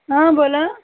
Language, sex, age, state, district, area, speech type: Marathi, female, 30-45, Maharashtra, Buldhana, rural, conversation